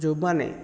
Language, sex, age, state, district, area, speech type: Odia, male, 30-45, Odisha, Kendrapara, urban, spontaneous